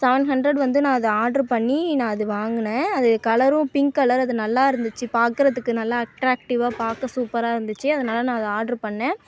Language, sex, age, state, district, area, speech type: Tamil, female, 30-45, Tamil Nadu, Tiruvarur, rural, spontaneous